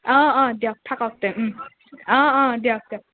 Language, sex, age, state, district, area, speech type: Assamese, other, 18-30, Assam, Nalbari, rural, conversation